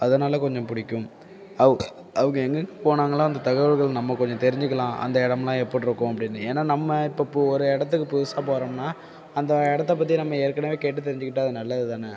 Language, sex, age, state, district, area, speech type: Tamil, male, 18-30, Tamil Nadu, Tiruvarur, rural, spontaneous